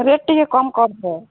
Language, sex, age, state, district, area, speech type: Odia, female, 30-45, Odisha, Balangir, urban, conversation